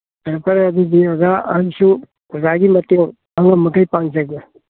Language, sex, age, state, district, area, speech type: Manipuri, male, 60+, Manipur, Kangpokpi, urban, conversation